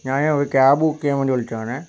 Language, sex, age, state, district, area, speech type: Malayalam, male, 18-30, Kerala, Kozhikode, urban, spontaneous